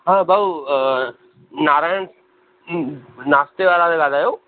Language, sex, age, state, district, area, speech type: Sindhi, male, 30-45, Maharashtra, Thane, urban, conversation